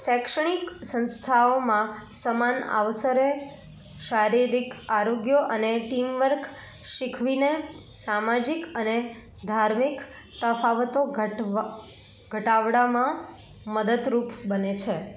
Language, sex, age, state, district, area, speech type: Gujarati, female, 18-30, Gujarat, Anand, urban, spontaneous